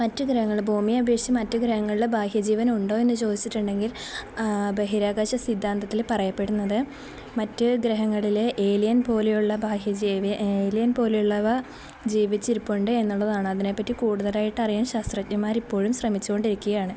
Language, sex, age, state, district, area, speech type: Malayalam, female, 18-30, Kerala, Kozhikode, rural, spontaneous